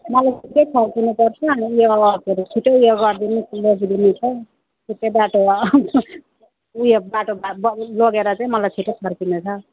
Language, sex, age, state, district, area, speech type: Nepali, female, 45-60, West Bengal, Alipurduar, rural, conversation